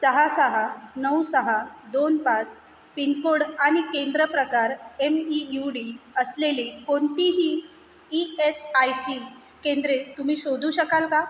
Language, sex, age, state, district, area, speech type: Marathi, female, 30-45, Maharashtra, Mumbai Suburban, urban, read